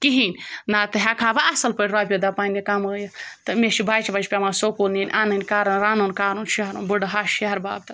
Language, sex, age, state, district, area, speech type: Kashmiri, female, 45-60, Jammu and Kashmir, Ganderbal, rural, spontaneous